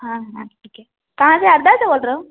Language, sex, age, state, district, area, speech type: Hindi, female, 18-30, Madhya Pradesh, Harda, urban, conversation